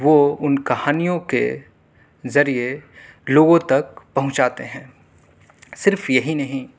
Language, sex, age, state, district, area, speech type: Urdu, male, 18-30, Delhi, South Delhi, urban, spontaneous